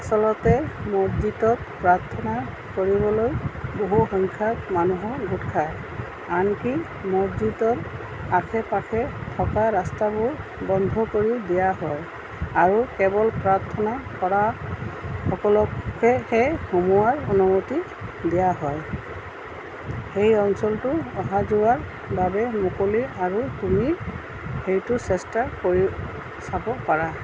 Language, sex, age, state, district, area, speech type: Assamese, female, 45-60, Assam, Tinsukia, rural, read